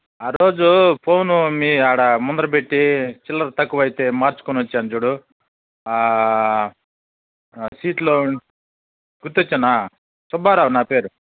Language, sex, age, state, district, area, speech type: Telugu, male, 30-45, Andhra Pradesh, Sri Balaji, rural, conversation